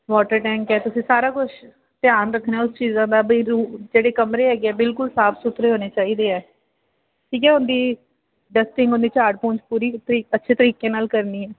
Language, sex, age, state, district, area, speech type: Punjabi, female, 30-45, Punjab, Fazilka, rural, conversation